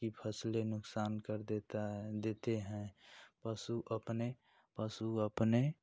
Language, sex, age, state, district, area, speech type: Hindi, male, 30-45, Uttar Pradesh, Ghazipur, rural, spontaneous